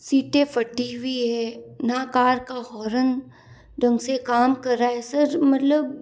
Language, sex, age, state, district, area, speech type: Hindi, female, 30-45, Rajasthan, Jodhpur, urban, spontaneous